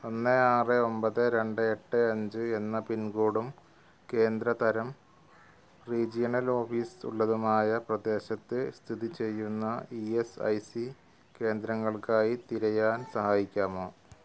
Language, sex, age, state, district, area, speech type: Malayalam, male, 45-60, Kerala, Malappuram, rural, read